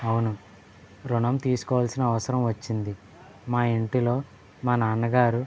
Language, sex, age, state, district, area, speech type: Telugu, male, 18-30, Andhra Pradesh, West Godavari, rural, spontaneous